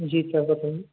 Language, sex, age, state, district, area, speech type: Urdu, male, 18-30, Delhi, Central Delhi, urban, conversation